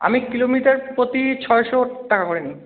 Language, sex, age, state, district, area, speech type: Bengali, male, 18-30, West Bengal, Jalpaiguri, rural, conversation